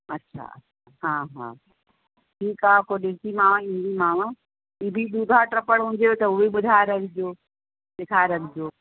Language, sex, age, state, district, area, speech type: Sindhi, female, 45-60, Uttar Pradesh, Lucknow, urban, conversation